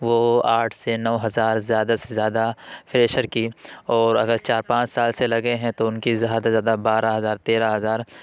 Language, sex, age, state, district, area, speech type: Urdu, male, 45-60, Uttar Pradesh, Lucknow, urban, spontaneous